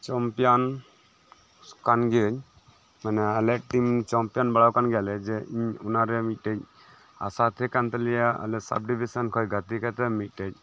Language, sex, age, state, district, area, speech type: Santali, male, 30-45, West Bengal, Birbhum, rural, spontaneous